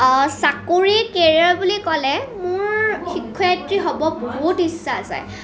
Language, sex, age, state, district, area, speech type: Assamese, female, 18-30, Assam, Nalbari, rural, spontaneous